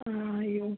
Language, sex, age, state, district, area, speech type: Malayalam, female, 18-30, Kerala, Wayanad, rural, conversation